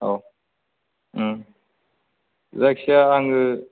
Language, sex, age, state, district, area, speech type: Bodo, male, 45-60, Assam, Chirang, rural, conversation